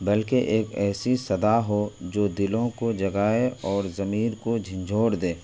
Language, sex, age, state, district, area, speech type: Urdu, male, 18-30, Delhi, New Delhi, rural, spontaneous